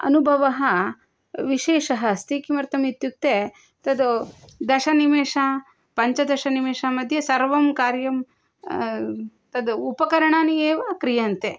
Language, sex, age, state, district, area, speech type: Sanskrit, female, 30-45, Karnataka, Shimoga, rural, spontaneous